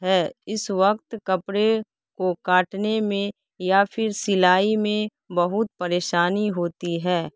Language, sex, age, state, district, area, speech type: Urdu, female, 18-30, Bihar, Saharsa, rural, spontaneous